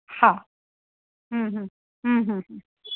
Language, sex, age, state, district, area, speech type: Sindhi, female, 45-60, Uttar Pradesh, Lucknow, rural, conversation